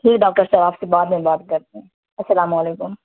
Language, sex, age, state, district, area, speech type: Urdu, female, 18-30, Bihar, Khagaria, rural, conversation